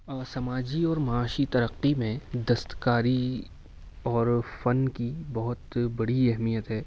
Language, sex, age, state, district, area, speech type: Urdu, male, 18-30, Uttar Pradesh, Ghaziabad, urban, spontaneous